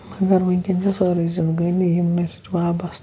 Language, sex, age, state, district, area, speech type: Kashmiri, male, 18-30, Jammu and Kashmir, Shopian, rural, spontaneous